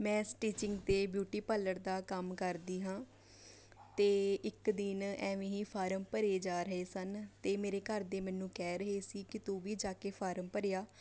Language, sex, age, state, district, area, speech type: Punjabi, female, 18-30, Punjab, Mohali, rural, spontaneous